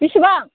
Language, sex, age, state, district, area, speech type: Bodo, female, 60+, Assam, Udalguri, rural, conversation